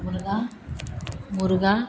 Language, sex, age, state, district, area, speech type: Hindi, female, 60+, Bihar, Madhepura, rural, spontaneous